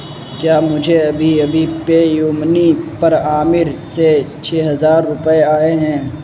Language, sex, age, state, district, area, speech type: Urdu, male, 60+, Uttar Pradesh, Shahjahanpur, rural, read